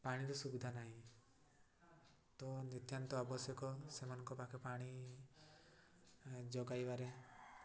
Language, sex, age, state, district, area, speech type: Odia, male, 18-30, Odisha, Mayurbhanj, rural, spontaneous